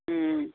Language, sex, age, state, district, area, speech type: Tamil, female, 60+, Tamil Nadu, Kallakurichi, urban, conversation